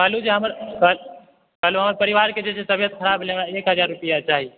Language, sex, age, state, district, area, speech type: Maithili, male, 18-30, Bihar, Supaul, rural, conversation